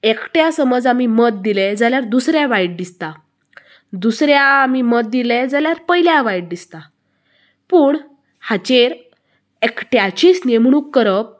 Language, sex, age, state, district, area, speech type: Goan Konkani, female, 18-30, Goa, Canacona, rural, spontaneous